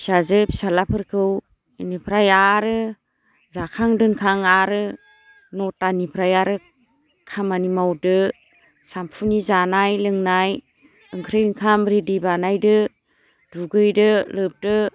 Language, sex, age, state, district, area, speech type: Bodo, female, 45-60, Assam, Baksa, rural, spontaneous